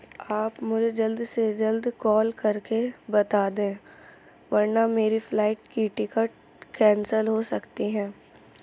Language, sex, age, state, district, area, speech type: Urdu, female, 45-60, Delhi, Central Delhi, urban, spontaneous